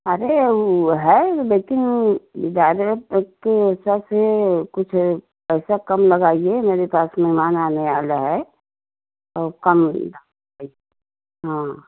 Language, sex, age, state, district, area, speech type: Hindi, female, 30-45, Uttar Pradesh, Jaunpur, rural, conversation